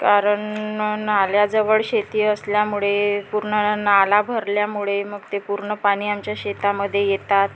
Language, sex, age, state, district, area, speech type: Marathi, female, 30-45, Maharashtra, Nagpur, rural, spontaneous